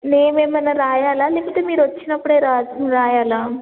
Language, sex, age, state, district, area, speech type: Telugu, female, 18-30, Telangana, Warangal, rural, conversation